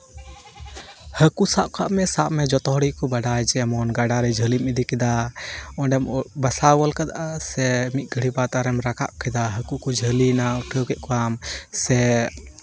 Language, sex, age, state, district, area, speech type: Santali, male, 18-30, West Bengal, Uttar Dinajpur, rural, spontaneous